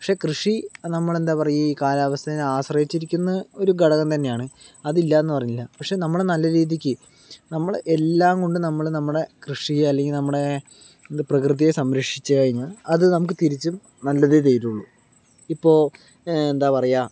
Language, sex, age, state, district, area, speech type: Malayalam, male, 30-45, Kerala, Palakkad, rural, spontaneous